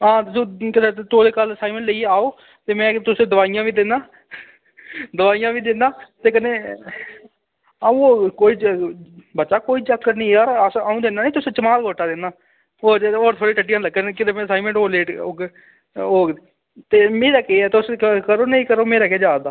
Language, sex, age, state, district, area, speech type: Dogri, male, 18-30, Jammu and Kashmir, Udhampur, urban, conversation